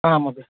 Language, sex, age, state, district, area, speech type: Sanskrit, male, 30-45, Karnataka, Vijayapura, urban, conversation